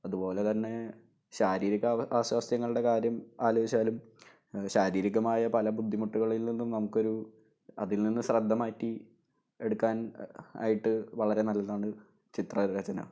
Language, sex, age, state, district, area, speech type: Malayalam, male, 18-30, Kerala, Thrissur, urban, spontaneous